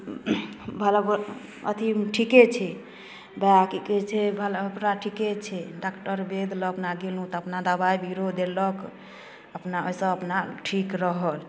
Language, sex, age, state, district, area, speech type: Maithili, female, 30-45, Bihar, Darbhanga, rural, spontaneous